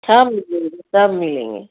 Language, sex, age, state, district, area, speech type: Hindi, female, 30-45, Uttar Pradesh, Jaunpur, rural, conversation